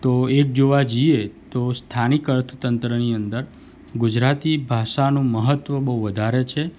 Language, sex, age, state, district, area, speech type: Gujarati, male, 45-60, Gujarat, Surat, rural, spontaneous